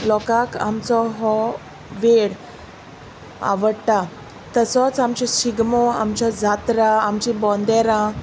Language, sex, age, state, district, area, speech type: Goan Konkani, female, 30-45, Goa, Salcete, rural, spontaneous